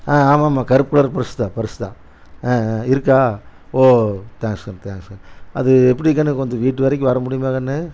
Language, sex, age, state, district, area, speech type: Tamil, male, 60+, Tamil Nadu, Erode, urban, spontaneous